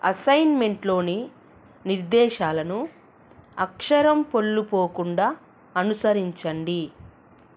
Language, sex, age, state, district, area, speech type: Telugu, female, 30-45, Andhra Pradesh, Krishna, urban, read